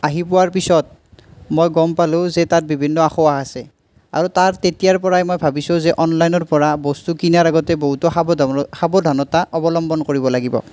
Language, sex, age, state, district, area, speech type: Assamese, male, 18-30, Assam, Nalbari, rural, spontaneous